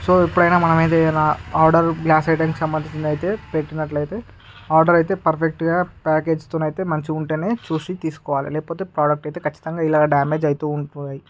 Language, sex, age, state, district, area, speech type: Telugu, male, 18-30, Andhra Pradesh, Srikakulam, urban, spontaneous